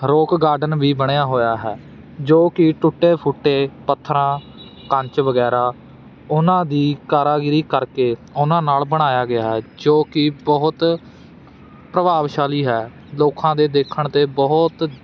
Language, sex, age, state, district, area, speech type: Punjabi, male, 18-30, Punjab, Fatehgarh Sahib, rural, spontaneous